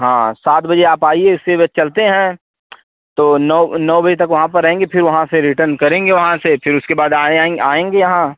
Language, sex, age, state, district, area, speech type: Hindi, male, 18-30, Uttar Pradesh, Azamgarh, rural, conversation